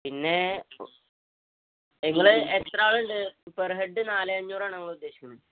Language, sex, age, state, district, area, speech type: Malayalam, male, 18-30, Kerala, Malappuram, rural, conversation